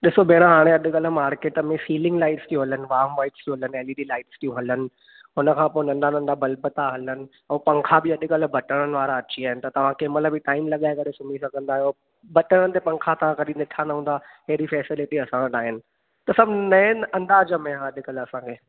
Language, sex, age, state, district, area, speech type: Sindhi, male, 18-30, Maharashtra, Thane, urban, conversation